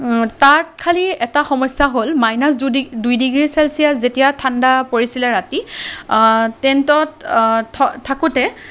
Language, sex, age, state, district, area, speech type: Assamese, female, 18-30, Assam, Kamrup Metropolitan, urban, spontaneous